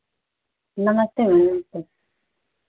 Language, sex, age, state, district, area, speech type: Hindi, female, 60+, Uttar Pradesh, Ayodhya, rural, conversation